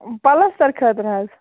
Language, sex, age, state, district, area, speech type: Kashmiri, female, 18-30, Jammu and Kashmir, Baramulla, rural, conversation